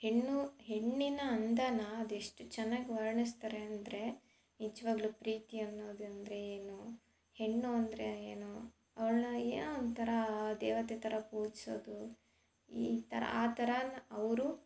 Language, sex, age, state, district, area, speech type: Kannada, female, 18-30, Karnataka, Chitradurga, rural, spontaneous